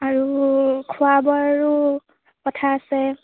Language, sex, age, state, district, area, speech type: Assamese, female, 18-30, Assam, Jorhat, urban, conversation